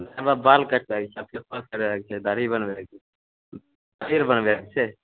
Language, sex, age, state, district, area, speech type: Maithili, male, 30-45, Bihar, Begusarai, urban, conversation